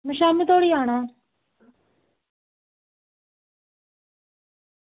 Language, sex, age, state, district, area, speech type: Dogri, female, 60+, Jammu and Kashmir, Reasi, rural, conversation